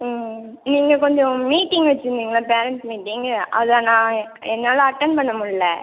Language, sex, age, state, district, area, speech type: Tamil, female, 18-30, Tamil Nadu, Cuddalore, rural, conversation